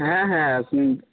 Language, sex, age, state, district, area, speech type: Bengali, male, 18-30, West Bengal, Cooch Behar, rural, conversation